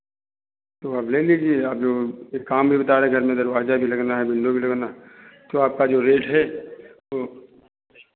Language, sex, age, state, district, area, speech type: Hindi, male, 45-60, Uttar Pradesh, Hardoi, rural, conversation